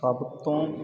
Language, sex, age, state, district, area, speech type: Punjabi, male, 30-45, Punjab, Sangrur, rural, spontaneous